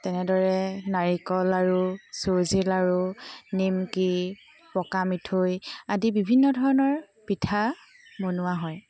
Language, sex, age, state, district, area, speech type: Assamese, female, 30-45, Assam, Tinsukia, urban, spontaneous